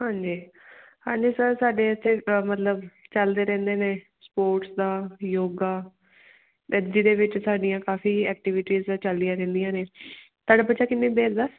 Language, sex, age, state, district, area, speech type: Punjabi, female, 30-45, Punjab, Amritsar, urban, conversation